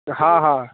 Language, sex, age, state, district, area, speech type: Maithili, male, 18-30, Bihar, Darbhanga, rural, conversation